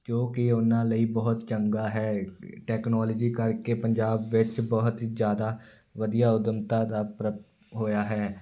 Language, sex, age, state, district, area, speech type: Punjabi, male, 18-30, Punjab, Muktsar, urban, spontaneous